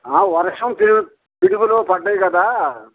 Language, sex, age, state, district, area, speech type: Telugu, male, 60+, Andhra Pradesh, Krishna, urban, conversation